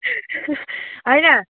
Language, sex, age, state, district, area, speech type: Nepali, female, 18-30, West Bengal, Kalimpong, rural, conversation